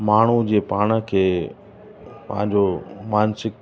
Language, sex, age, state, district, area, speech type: Sindhi, male, 45-60, Uttar Pradesh, Lucknow, urban, spontaneous